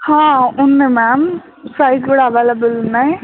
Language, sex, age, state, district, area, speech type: Telugu, female, 18-30, Telangana, Nagarkurnool, urban, conversation